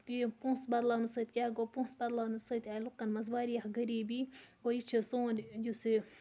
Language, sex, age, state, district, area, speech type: Kashmiri, female, 60+, Jammu and Kashmir, Baramulla, rural, spontaneous